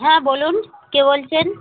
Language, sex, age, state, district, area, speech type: Bengali, female, 45-60, West Bengal, North 24 Parganas, rural, conversation